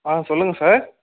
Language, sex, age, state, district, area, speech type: Tamil, male, 18-30, Tamil Nadu, Tiruvannamalai, urban, conversation